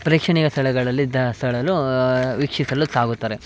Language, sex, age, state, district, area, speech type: Kannada, male, 18-30, Karnataka, Uttara Kannada, rural, spontaneous